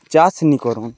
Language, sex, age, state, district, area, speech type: Odia, male, 18-30, Odisha, Balangir, urban, spontaneous